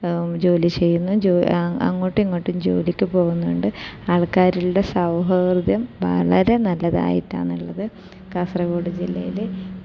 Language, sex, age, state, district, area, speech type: Malayalam, female, 30-45, Kerala, Kasaragod, rural, spontaneous